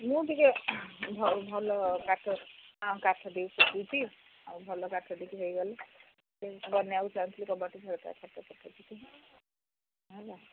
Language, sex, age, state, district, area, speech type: Odia, female, 60+, Odisha, Gajapati, rural, conversation